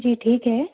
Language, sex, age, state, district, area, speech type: Urdu, female, 30-45, Telangana, Hyderabad, urban, conversation